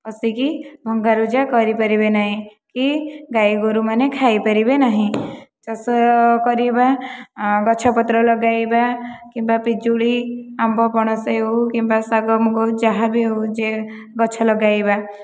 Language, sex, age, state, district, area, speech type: Odia, female, 30-45, Odisha, Khordha, rural, spontaneous